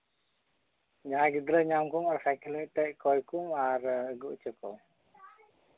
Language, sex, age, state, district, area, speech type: Santali, male, 30-45, Jharkhand, Pakur, rural, conversation